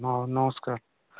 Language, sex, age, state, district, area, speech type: Odia, male, 45-60, Odisha, Nabarangpur, rural, conversation